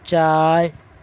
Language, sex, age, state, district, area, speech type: Urdu, male, 60+, Bihar, Darbhanga, rural, spontaneous